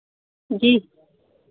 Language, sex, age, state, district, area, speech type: Hindi, female, 30-45, Uttar Pradesh, Pratapgarh, rural, conversation